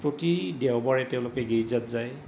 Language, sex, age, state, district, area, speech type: Assamese, male, 45-60, Assam, Goalpara, urban, spontaneous